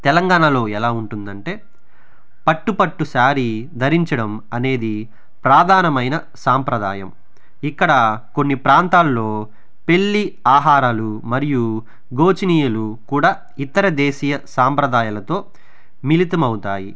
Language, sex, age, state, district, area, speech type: Telugu, male, 18-30, Andhra Pradesh, Sri Balaji, rural, spontaneous